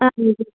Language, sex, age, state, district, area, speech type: Tamil, female, 30-45, Tamil Nadu, Tiruvarur, urban, conversation